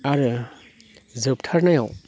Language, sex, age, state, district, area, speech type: Bodo, male, 45-60, Assam, Chirang, rural, spontaneous